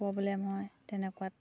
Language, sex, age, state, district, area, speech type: Assamese, female, 18-30, Assam, Sivasagar, rural, spontaneous